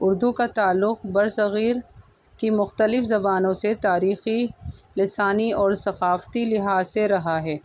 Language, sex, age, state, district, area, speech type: Urdu, female, 45-60, Delhi, North East Delhi, urban, spontaneous